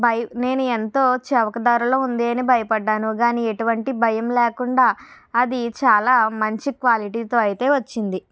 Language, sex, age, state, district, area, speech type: Telugu, female, 45-60, Andhra Pradesh, Kakinada, urban, spontaneous